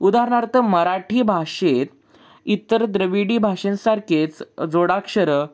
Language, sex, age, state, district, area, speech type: Marathi, male, 18-30, Maharashtra, Sangli, urban, spontaneous